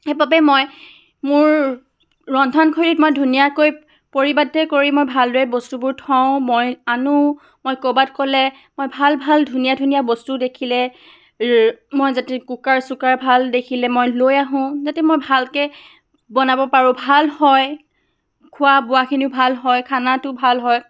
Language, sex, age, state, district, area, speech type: Assamese, female, 18-30, Assam, Charaideo, urban, spontaneous